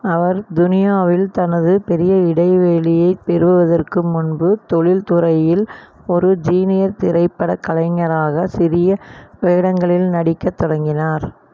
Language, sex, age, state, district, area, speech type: Tamil, female, 45-60, Tamil Nadu, Erode, rural, read